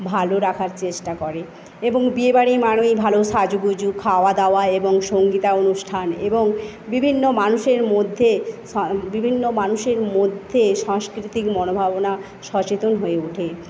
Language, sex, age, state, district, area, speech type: Bengali, female, 30-45, West Bengal, Paschim Medinipur, rural, spontaneous